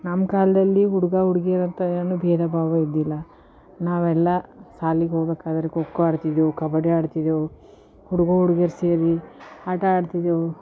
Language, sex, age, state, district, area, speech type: Kannada, female, 45-60, Karnataka, Bidar, urban, spontaneous